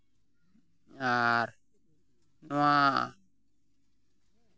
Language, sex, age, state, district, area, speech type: Santali, male, 45-60, West Bengal, Malda, rural, spontaneous